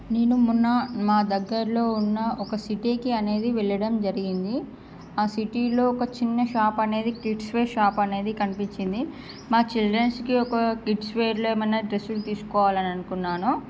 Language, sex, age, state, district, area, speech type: Telugu, female, 18-30, Andhra Pradesh, Srikakulam, urban, spontaneous